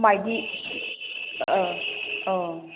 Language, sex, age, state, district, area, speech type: Bodo, female, 45-60, Assam, Kokrajhar, urban, conversation